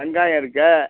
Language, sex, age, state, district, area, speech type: Tamil, male, 60+, Tamil Nadu, Kallakurichi, urban, conversation